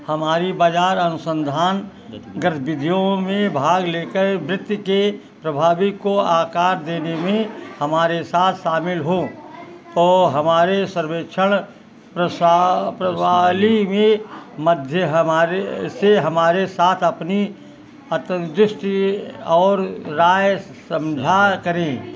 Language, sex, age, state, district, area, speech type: Hindi, male, 60+, Uttar Pradesh, Ayodhya, rural, read